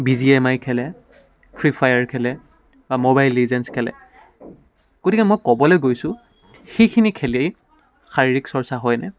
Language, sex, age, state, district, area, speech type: Assamese, male, 18-30, Assam, Dibrugarh, urban, spontaneous